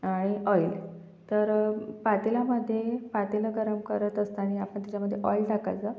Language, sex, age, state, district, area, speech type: Marathi, female, 45-60, Maharashtra, Yavatmal, urban, spontaneous